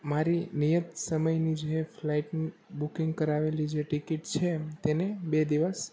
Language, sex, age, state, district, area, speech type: Gujarati, male, 18-30, Gujarat, Rajkot, urban, spontaneous